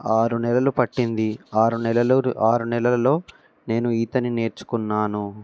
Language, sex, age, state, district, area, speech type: Telugu, male, 18-30, Telangana, Ranga Reddy, urban, spontaneous